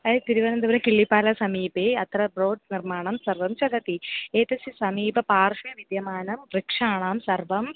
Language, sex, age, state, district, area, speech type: Sanskrit, female, 18-30, Kerala, Thiruvananthapuram, rural, conversation